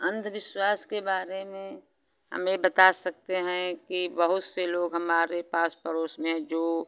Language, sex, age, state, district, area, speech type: Hindi, female, 60+, Uttar Pradesh, Chandauli, rural, spontaneous